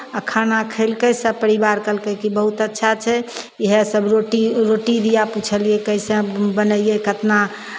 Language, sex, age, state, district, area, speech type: Maithili, female, 60+, Bihar, Begusarai, rural, spontaneous